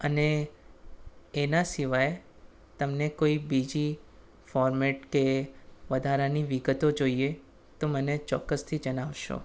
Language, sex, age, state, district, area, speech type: Gujarati, male, 18-30, Gujarat, Anand, rural, spontaneous